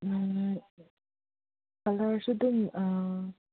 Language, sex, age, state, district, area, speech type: Manipuri, female, 18-30, Manipur, Senapati, urban, conversation